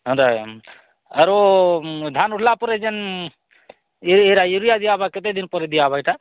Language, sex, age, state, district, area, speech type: Odia, male, 45-60, Odisha, Kalahandi, rural, conversation